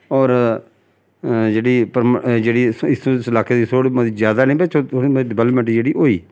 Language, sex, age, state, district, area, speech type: Dogri, male, 45-60, Jammu and Kashmir, Samba, rural, spontaneous